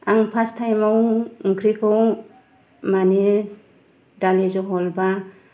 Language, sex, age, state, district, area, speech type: Bodo, female, 30-45, Assam, Kokrajhar, rural, spontaneous